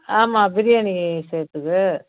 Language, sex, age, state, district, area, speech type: Tamil, female, 60+, Tamil Nadu, Viluppuram, rural, conversation